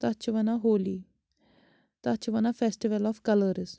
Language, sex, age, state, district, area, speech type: Kashmiri, female, 45-60, Jammu and Kashmir, Bandipora, rural, spontaneous